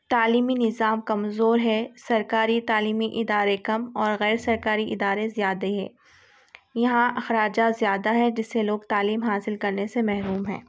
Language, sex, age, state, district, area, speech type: Urdu, female, 18-30, Telangana, Hyderabad, urban, spontaneous